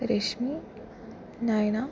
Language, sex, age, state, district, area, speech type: Malayalam, female, 18-30, Kerala, Palakkad, rural, spontaneous